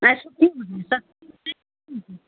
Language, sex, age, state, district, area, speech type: Sindhi, female, 45-60, Rajasthan, Ajmer, urban, conversation